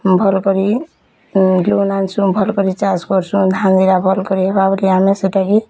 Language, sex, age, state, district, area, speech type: Odia, female, 30-45, Odisha, Bargarh, urban, spontaneous